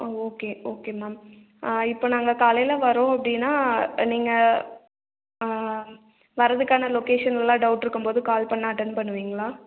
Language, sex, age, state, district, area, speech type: Tamil, female, 30-45, Tamil Nadu, Erode, rural, conversation